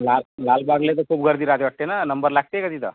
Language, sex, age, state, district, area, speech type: Marathi, male, 60+, Maharashtra, Nagpur, rural, conversation